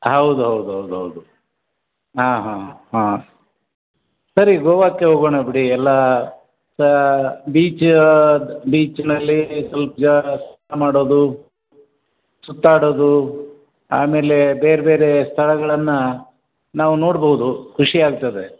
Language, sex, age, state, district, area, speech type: Kannada, male, 60+, Karnataka, Koppal, rural, conversation